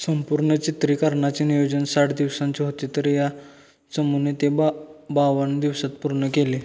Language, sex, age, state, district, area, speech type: Marathi, male, 18-30, Maharashtra, Satara, urban, read